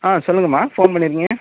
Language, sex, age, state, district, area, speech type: Tamil, male, 60+, Tamil Nadu, Tenkasi, urban, conversation